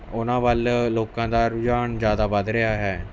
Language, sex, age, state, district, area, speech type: Punjabi, male, 18-30, Punjab, Mohali, urban, spontaneous